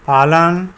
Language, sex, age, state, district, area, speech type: Hindi, male, 60+, Uttar Pradesh, Azamgarh, rural, read